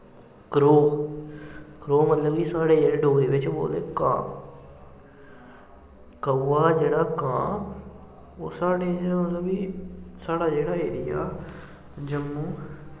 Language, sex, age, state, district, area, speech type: Dogri, male, 18-30, Jammu and Kashmir, Jammu, rural, spontaneous